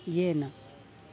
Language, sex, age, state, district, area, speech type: Sanskrit, female, 60+, Maharashtra, Nagpur, urban, spontaneous